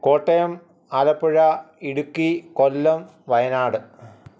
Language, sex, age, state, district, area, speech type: Malayalam, male, 45-60, Kerala, Alappuzha, rural, spontaneous